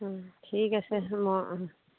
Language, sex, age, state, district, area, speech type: Assamese, female, 60+, Assam, Dibrugarh, rural, conversation